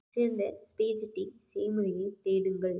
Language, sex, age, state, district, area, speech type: Tamil, female, 18-30, Tamil Nadu, Nagapattinam, rural, read